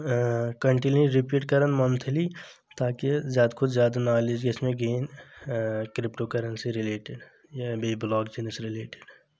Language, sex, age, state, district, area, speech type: Kashmiri, male, 18-30, Jammu and Kashmir, Shopian, rural, spontaneous